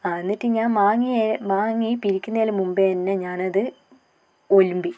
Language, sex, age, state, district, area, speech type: Malayalam, female, 30-45, Kerala, Kannur, rural, spontaneous